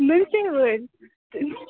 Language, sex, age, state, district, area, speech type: Kashmiri, female, 18-30, Jammu and Kashmir, Bandipora, rural, conversation